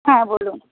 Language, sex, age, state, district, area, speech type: Bengali, female, 45-60, West Bengal, Hooghly, rural, conversation